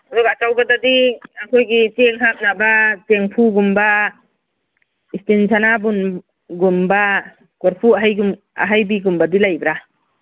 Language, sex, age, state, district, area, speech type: Manipuri, female, 60+, Manipur, Churachandpur, urban, conversation